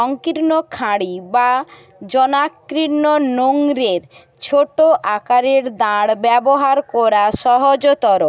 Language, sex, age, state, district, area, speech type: Bengali, female, 60+, West Bengal, Jhargram, rural, read